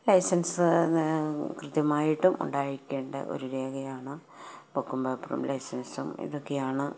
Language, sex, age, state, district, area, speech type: Malayalam, female, 45-60, Kerala, Palakkad, rural, spontaneous